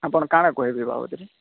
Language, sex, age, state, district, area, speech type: Odia, male, 45-60, Odisha, Nuapada, urban, conversation